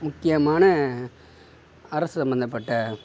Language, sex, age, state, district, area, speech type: Tamil, male, 60+, Tamil Nadu, Mayiladuthurai, rural, spontaneous